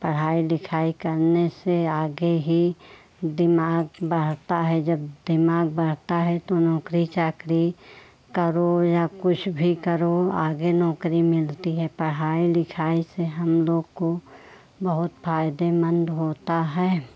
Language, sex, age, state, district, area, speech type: Hindi, female, 45-60, Uttar Pradesh, Pratapgarh, rural, spontaneous